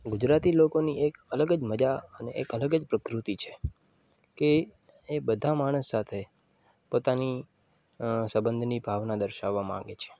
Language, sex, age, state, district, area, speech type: Gujarati, male, 18-30, Gujarat, Morbi, urban, spontaneous